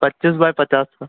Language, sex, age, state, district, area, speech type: Hindi, male, 18-30, Madhya Pradesh, Harda, urban, conversation